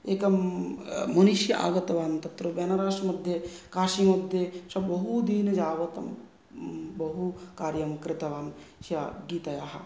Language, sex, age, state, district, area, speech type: Sanskrit, male, 30-45, West Bengal, North 24 Parganas, rural, spontaneous